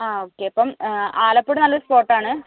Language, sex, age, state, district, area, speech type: Malayalam, female, 45-60, Kerala, Kozhikode, urban, conversation